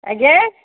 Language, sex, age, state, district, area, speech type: Odia, female, 45-60, Odisha, Angul, rural, conversation